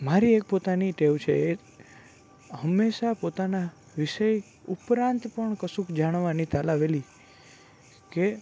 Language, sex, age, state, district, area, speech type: Gujarati, male, 18-30, Gujarat, Rajkot, urban, spontaneous